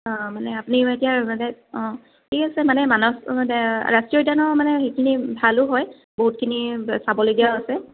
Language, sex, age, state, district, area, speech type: Assamese, female, 30-45, Assam, Dibrugarh, urban, conversation